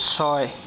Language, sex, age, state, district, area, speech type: Assamese, male, 30-45, Assam, Lakhimpur, rural, read